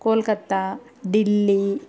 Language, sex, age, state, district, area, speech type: Telugu, female, 30-45, Andhra Pradesh, Kadapa, rural, spontaneous